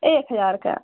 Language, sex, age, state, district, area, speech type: Hindi, female, 45-60, Uttar Pradesh, Pratapgarh, rural, conversation